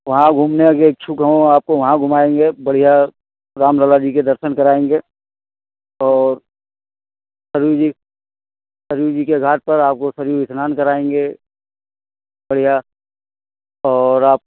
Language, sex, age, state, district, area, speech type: Hindi, male, 45-60, Uttar Pradesh, Hardoi, rural, conversation